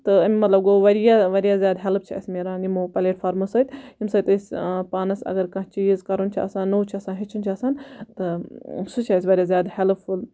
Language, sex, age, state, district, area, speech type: Kashmiri, female, 18-30, Jammu and Kashmir, Budgam, rural, spontaneous